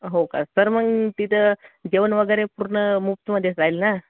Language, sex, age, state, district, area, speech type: Marathi, male, 18-30, Maharashtra, Gadchiroli, rural, conversation